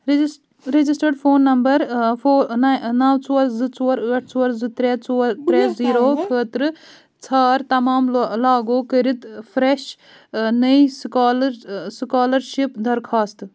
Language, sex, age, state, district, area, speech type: Kashmiri, female, 45-60, Jammu and Kashmir, Ganderbal, rural, read